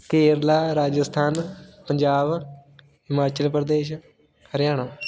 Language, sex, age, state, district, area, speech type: Punjabi, male, 18-30, Punjab, Fatehgarh Sahib, rural, spontaneous